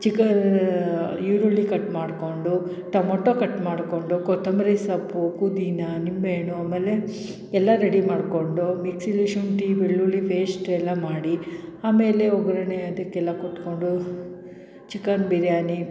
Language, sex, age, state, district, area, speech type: Kannada, female, 30-45, Karnataka, Hassan, urban, spontaneous